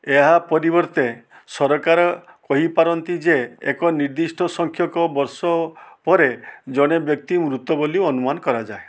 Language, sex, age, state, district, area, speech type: Odia, male, 60+, Odisha, Balasore, rural, read